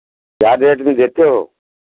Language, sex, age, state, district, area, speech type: Hindi, male, 60+, Uttar Pradesh, Pratapgarh, rural, conversation